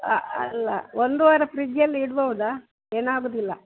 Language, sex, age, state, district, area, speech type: Kannada, female, 60+, Karnataka, Dakshina Kannada, rural, conversation